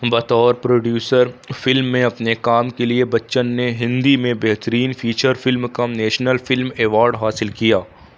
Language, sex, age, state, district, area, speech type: Urdu, male, 18-30, Uttar Pradesh, Lucknow, rural, read